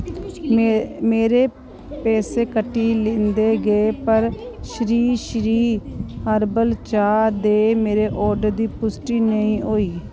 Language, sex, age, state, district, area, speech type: Dogri, female, 45-60, Jammu and Kashmir, Kathua, rural, read